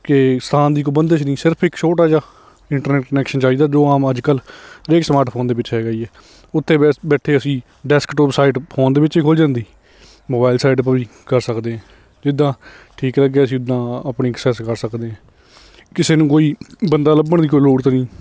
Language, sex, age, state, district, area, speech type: Punjabi, male, 30-45, Punjab, Hoshiarpur, rural, spontaneous